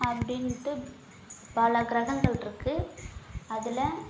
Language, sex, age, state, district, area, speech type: Tamil, female, 18-30, Tamil Nadu, Kallakurichi, rural, spontaneous